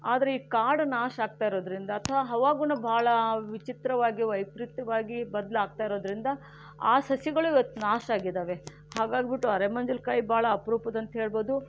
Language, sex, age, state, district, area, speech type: Kannada, female, 60+, Karnataka, Shimoga, rural, spontaneous